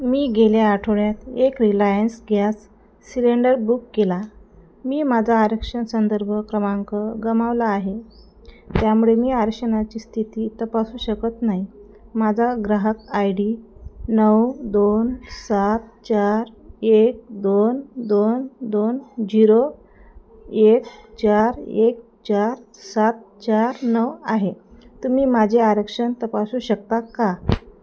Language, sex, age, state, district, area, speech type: Marathi, female, 30-45, Maharashtra, Thane, urban, read